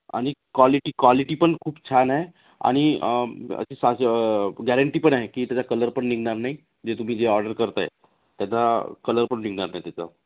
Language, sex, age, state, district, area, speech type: Marathi, male, 30-45, Maharashtra, Nagpur, urban, conversation